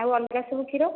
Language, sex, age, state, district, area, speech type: Odia, female, 45-60, Odisha, Khordha, rural, conversation